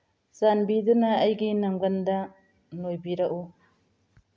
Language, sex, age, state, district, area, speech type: Manipuri, female, 45-60, Manipur, Churachandpur, urban, read